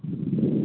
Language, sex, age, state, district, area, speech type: Marathi, female, 18-30, Maharashtra, Wardha, rural, conversation